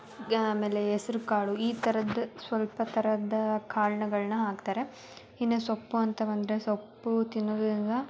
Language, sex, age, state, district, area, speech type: Kannada, female, 18-30, Karnataka, Davanagere, urban, spontaneous